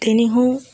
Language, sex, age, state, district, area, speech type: Gujarati, female, 18-30, Gujarat, Valsad, rural, spontaneous